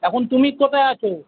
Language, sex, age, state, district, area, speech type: Bengali, male, 45-60, West Bengal, South 24 Parganas, urban, conversation